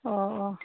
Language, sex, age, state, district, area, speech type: Bodo, female, 30-45, Assam, Udalguri, urban, conversation